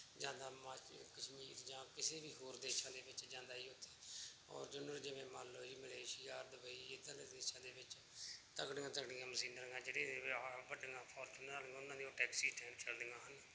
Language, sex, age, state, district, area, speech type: Punjabi, male, 30-45, Punjab, Bathinda, urban, spontaneous